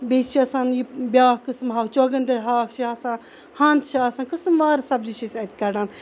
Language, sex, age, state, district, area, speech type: Kashmiri, female, 30-45, Jammu and Kashmir, Ganderbal, rural, spontaneous